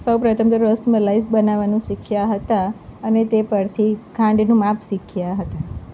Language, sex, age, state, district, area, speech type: Gujarati, female, 30-45, Gujarat, Kheda, rural, spontaneous